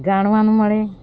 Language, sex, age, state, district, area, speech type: Gujarati, female, 45-60, Gujarat, Amreli, rural, spontaneous